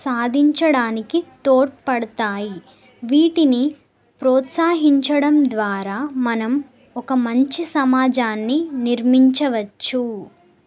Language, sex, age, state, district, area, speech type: Telugu, female, 18-30, Telangana, Nagarkurnool, urban, spontaneous